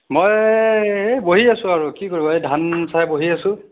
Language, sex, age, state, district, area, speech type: Assamese, male, 18-30, Assam, Nagaon, rural, conversation